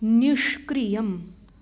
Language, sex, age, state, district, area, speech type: Sanskrit, female, 18-30, Tamil Nadu, Tiruchirappalli, urban, read